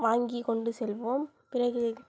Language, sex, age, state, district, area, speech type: Tamil, female, 18-30, Tamil Nadu, Sivaganga, rural, spontaneous